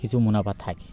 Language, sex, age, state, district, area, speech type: Bengali, male, 30-45, West Bengal, Birbhum, urban, spontaneous